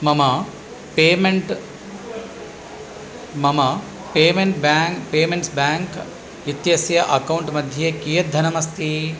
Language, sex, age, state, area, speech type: Sanskrit, male, 45-60, Tamil Nadu, rural, read